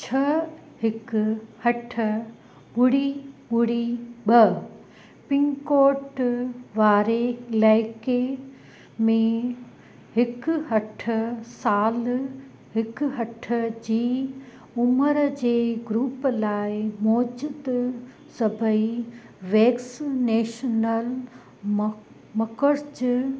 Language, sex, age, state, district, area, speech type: Sindhi, female, 45-60, Gujarat, Kutch, rural, read